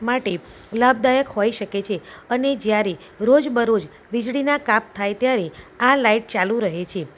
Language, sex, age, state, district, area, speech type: Gujarati, female, 30-45, Gujarat, Kheda, rural, spontaneous